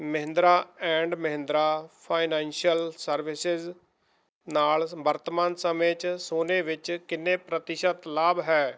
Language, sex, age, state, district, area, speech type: Punjabi, male, 30-45, Punjab, Mohali, rural, read